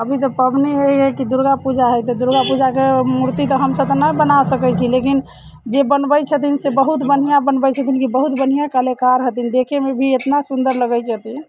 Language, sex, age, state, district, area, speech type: Maithili, female, 30-45, Bihar, Muzaffarpur, rural, spontaneous